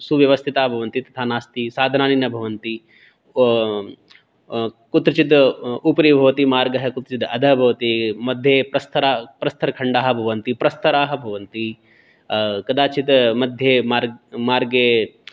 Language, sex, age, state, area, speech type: Sanskrit, male, 30-45, Rajasthan, urban, spontaneous